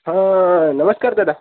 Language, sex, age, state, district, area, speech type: Marathi, male, 18-30, Maharashtra, Hingoli, urban, conversation